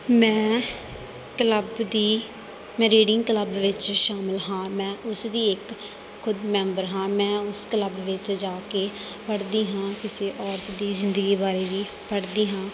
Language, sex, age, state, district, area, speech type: Punjabi, female, 18-30, Punjab, Bathinda, rural, spontaneous